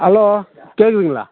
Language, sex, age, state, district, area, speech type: Tamil, male, 60+, Tamil Nadu, Dharmapuri, rural, conversation